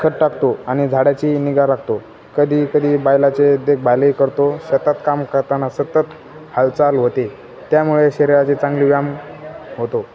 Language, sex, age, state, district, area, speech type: Marathi, male, 18-30, Maharashtra, Jalna, urban, spontaneous